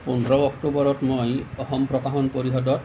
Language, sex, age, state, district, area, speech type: Assamese, male, 45-60, Assam, Nalbari, rural, spontaneous